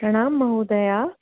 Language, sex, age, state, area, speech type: Sanskrit, female, 30-45, Delhi, urban, conversation